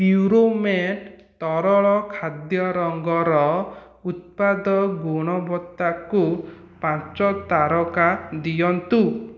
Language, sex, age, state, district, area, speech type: Odia, male, 18-30, Odisha, Khordha, rural, read